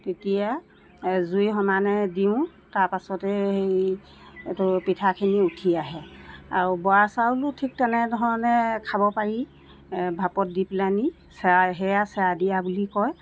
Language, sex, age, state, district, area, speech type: Assamese, female, 60+, Assam, Lakhimpur, urban, spontaneous